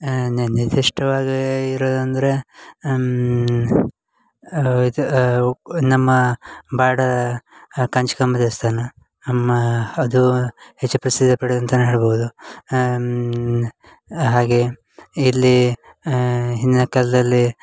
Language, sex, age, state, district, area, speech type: Kannada, male, 18-30, Karnataka, Uttara Kannada, rural, spontaneous